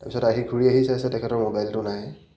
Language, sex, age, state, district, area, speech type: Assamese, male, 30-45, Assam, Majuli, urban, spontaneous